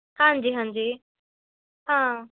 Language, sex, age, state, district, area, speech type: Punjabi, female, 18-30, Punjab, Pathankot, urban, conversation